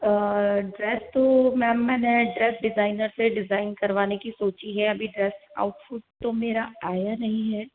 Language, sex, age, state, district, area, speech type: Hindi, female, 60+, Rajasthan, Jodhpur, urban, conversation